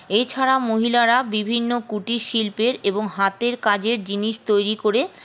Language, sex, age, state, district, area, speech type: Bengali, female, 30-45, West Bengal, Paschim Bardhaman, rural, spontaneous